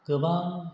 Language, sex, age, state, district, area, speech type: Bodo, male, 30-45, Assam, Chirang, rural, spontaneous